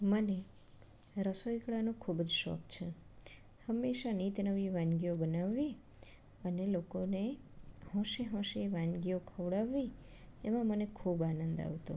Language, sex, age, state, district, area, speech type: Gujarati, female, 30-45, Gujarat, Anand, urban, spontaneous